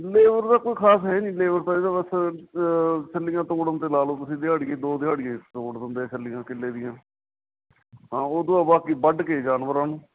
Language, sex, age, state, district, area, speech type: Punjabi, male, 30-45, Punjab, Barnala, rural, conversation